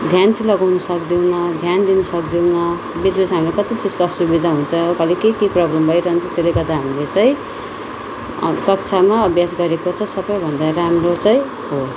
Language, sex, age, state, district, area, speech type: Nepali, female, 30-45, West Bengal, Darjeeling, rural, spontaneous